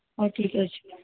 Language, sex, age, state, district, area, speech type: Odia, female, 45-60, Odisha, Sundergarh, rural, conversation